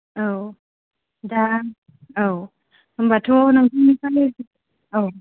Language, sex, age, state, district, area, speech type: Bodo, female, 30-45, Assam, Kokrajhar, rural, conversation